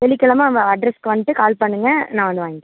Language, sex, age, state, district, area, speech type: Tamil, female, 18-30, Tamil Nadu, Tiruvarur, urban, conversation